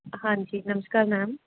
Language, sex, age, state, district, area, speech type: Punjabi, male, 45-60, Punjab, Pathankot, rural, conversation